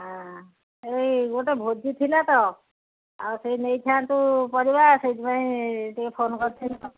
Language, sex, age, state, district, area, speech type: Odia, female, 60+, Odisha, Angul, rural, conversation